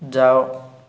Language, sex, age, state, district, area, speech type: Odia, male, 18-30, Odisha, Rayagada, urban, read